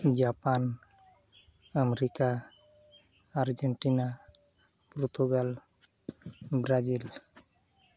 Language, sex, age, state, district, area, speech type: Santali, male, 30-45, West Bengal, Uttar Dinajpur, rural, spontaneous